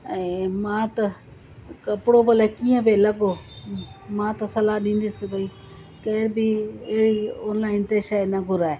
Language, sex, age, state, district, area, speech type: Sindhi, female, 60+, Gujarat, Surat, urban, spontaneous